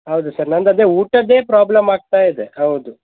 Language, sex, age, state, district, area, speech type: Kannada, male, 30-45, Karnataka, Uttara Kannada, rural, conversation